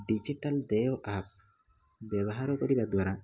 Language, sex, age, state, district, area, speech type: Odia, male, 18-30, Odisha, Rayagada, rural, spontaneous